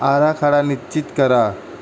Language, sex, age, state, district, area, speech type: Marathi, male, 18-30, Maharashtra, Mumbai City, urban, read